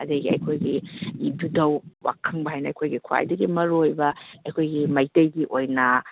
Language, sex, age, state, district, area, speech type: Manipuri, female, 45-60, Manipur, Kakching, rural, conversation